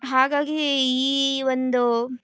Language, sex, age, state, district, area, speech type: Kannada, female, 18-30, Karnataka, Tumkur, urban, spontaneous